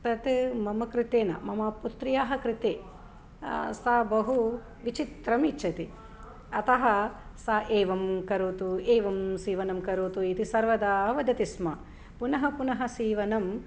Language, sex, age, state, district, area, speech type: Sanskrit, female, 45-60, Telangana, Nirmal, urban, spontaneous